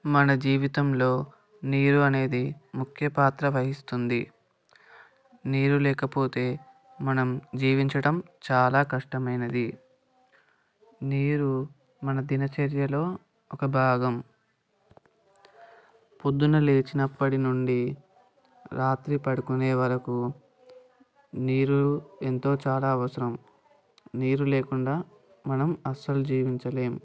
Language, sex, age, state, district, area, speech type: Telugu, male, 18-30, Telangana, Sangareddy, urban, spontaneous